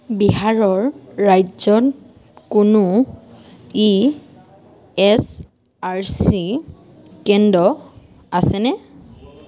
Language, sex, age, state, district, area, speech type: Assamese, female, 18-30, Assam, Tinsukia, rural, read